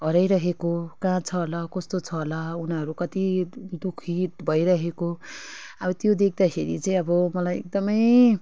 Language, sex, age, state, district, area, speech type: Nepali, female, 30-45, West Bengal, Darjeeling, rural, spontaneous